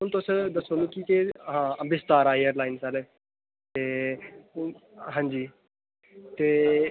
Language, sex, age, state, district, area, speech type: Dogri, male, 18-30, Jammu and Kashmir, Udhampur, rural, conversation